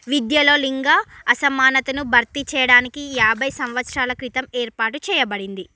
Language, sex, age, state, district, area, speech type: Telugu, female, 45-60, Andhra Pradesh, Srikakulam, rural, read